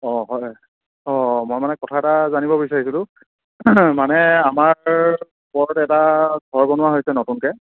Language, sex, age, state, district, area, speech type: Assamese, male, 18-30, Assam, Lakhimpur, urban, conversation